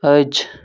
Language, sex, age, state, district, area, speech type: Maithili, male, 18-30, Bihar, Madhubani, rural, read